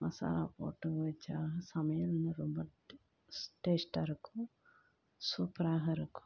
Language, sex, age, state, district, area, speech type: Tamil, female, 30-45, Tamil Nadu, Kallakurichi, rural, spontaneous